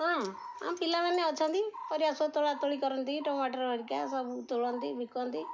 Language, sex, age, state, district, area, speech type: Odia, female, 60+, Odisha, Jagatsinghpur, rural, spontaneous